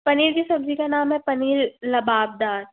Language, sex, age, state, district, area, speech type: Hindi, female, 30-45, Madhya Pradesh, Balaghat, rural, conversation